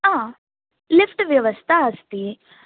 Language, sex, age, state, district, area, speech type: Sanskrit, female, 18-30, Tamil Nadu, Kanchipuram, urban, conversation